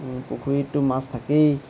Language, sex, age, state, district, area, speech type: Assamese, male, 18-30, Assam, Tinsukia, urban, spontaneous